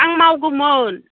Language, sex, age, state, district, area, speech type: Bodo, female, 30-45, Assam, Udalguri, rural, conversation